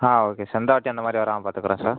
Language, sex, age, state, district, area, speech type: Tamil, male, 18-30, Tamil Nadu, Pudukkottai, rural, conversation